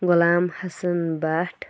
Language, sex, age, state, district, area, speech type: Kashmiri, female, 18-30, Jammu and Kashmir, Kulgam, rural, spontaneous